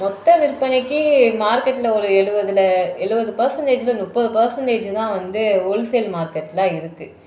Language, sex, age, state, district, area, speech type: Tamil, female, 30-45, Tamil Nadu, Madurai, urban, spontaneous